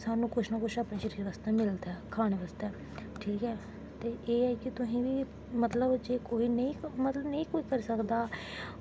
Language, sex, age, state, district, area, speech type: Dogri, female, 18-30, Jammu and Kashmir, Samba, rural, spontaneous